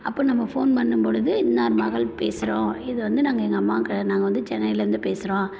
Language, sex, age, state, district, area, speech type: Tamil, female, 30-45, Tamil Nadu, Perambalur, rural, spontaneous